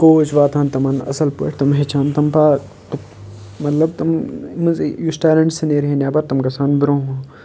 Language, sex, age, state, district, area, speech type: Kashmiri, male, 18-30, Jammu and Kashmir, Kupwara, urban, spontaneous